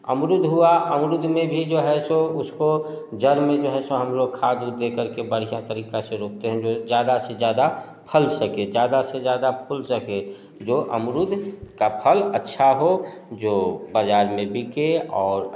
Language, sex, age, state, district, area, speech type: Hindi, male, 45-60, Bihar, Samastipur, urban, spontaneous